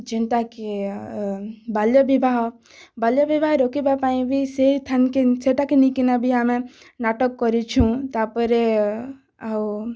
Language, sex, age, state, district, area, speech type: Odia, female, 18-30, Odisha, Kalahandi, rural, spontaneous